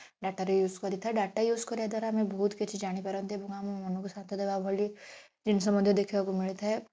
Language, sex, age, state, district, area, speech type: Odia, female, 18-30, Odisha, Bhadrak, rural, spontaneous